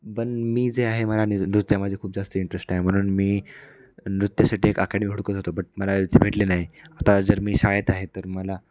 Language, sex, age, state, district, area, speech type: Marathi, male, 18-30, Maharashtra, Nanded, rural, spontaneous